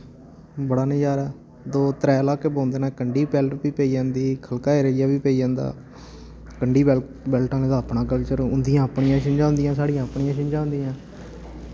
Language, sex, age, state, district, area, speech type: Dogri, male, 18-30, Jammu and Kashmir, Samba, rural, spontaneous